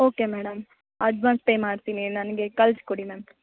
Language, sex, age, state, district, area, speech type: Kannada, female, 18-30, Karnataka, Bellary, rural, conversation